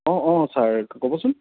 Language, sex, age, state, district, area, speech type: Assamese, male, 18-30, Assam, Sivasagar, rural, conversation